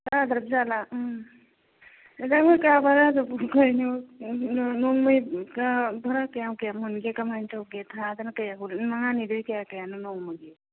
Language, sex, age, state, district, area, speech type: Manipuri, female, 45-60, Manipur, Churachandpur, urban, conversation